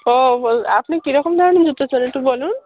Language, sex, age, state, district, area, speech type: Bengali, female, 18-30, West Bengal, Darjeeling, urban, conversation